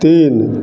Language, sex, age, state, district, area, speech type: Maithili, male, 60+, Bihar, Madhepura, urban, read